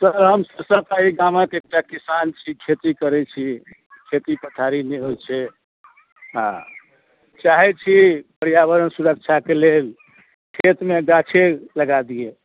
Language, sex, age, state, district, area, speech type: Maithili, male, 45-60, Bihar, Madhubani, rural, conversation